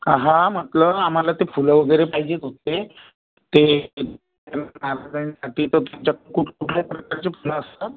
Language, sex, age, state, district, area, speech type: Marathi, other, 18-30, Maharashtra, Buldhana, rural, conversation